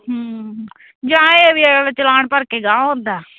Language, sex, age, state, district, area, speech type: Punjabi, female, 30-45, Punjab, Muktsar, urban, conversation